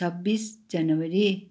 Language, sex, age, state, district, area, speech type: Nepali, female, 60+, West Bengal, Darjeeling, rural, spontaneous